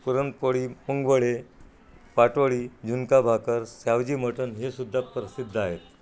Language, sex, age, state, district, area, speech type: Marathi, male, 60+, Maharashtra, Nagpur, urban, spontaneous